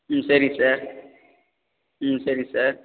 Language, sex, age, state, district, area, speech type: Tamil, male, 18-30, Tamil Nadu, Tiruvarur, rural, conversation